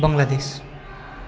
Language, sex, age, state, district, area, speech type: Nepali, male, 18-30, West Bengal, Darjeeling, rural, spontaneous